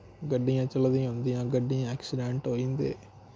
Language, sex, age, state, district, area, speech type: Dogri, male, 18-30, Jammu and Kashmir, Kathua, rural, spontaneous